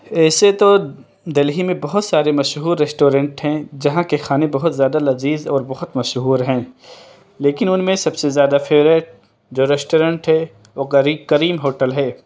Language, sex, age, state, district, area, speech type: Urdu, male, 18-30, Delhi, East Delhi, urban, spontaneous